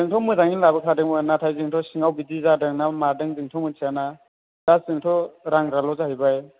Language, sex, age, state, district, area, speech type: Bodo, male, 18-30, Assam, Chirang, urban, conversation